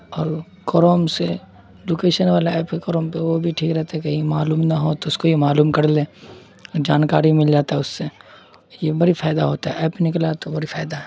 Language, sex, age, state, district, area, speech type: Urdu, male, 18-30, Bihar, Supaul, rural, spontaneous